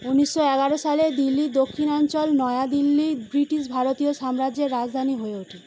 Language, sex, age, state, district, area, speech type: Bengali, female, 18-30, West Bengal, Howrah, urban, read